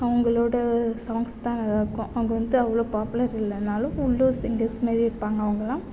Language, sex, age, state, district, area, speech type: Tamil, female, 18-30, Tamil Nadu, Mayiladuthurai, rural, spontaneous